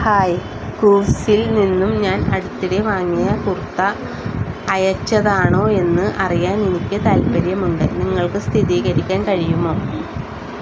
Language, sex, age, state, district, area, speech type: Malayalam, female, 45-60, Kerala, Wayanad, rural, read